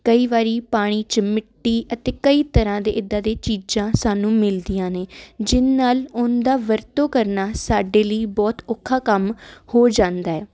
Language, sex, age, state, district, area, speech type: Punjabi, female, 18-30, Punjab, Jalandhar, urban, spontaneous